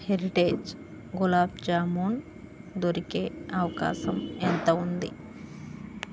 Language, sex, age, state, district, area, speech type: Telugu, female, 45-60, Andhra Pradesh, Krishna, urban, read